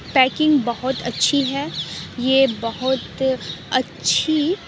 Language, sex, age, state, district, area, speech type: Urdu, female, 30-45, Uttar Pradesh, Aligarh, rural, spontaneous